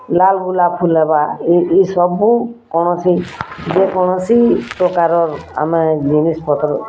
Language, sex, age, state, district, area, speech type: Odia, female, 45-60, Odisha, Bargarh, rural, spontaneous